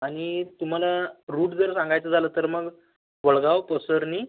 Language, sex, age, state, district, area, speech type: Marathi, male, 18-30, Maharashtra, Washim, rural, conversation